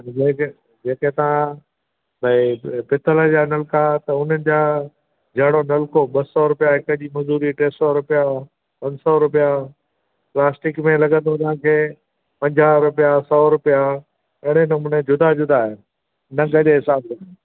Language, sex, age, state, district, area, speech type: Sindhi, male, 60+, Gujarat, Junagadh, rural, conversation